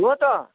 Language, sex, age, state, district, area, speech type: Nepali, male, 60+, West Bengal, Kalimpong, rural, conversation